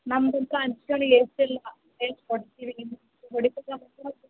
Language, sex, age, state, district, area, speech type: Kannada, female, 18-30, Karnataka, Gulbarga, rural, conversation